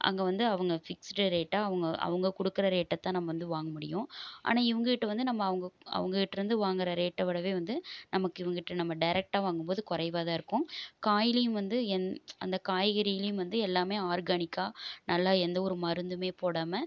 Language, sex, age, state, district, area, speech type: Tamil, female, 30-45, Tamil Nadu, Erode, rural, spontaneous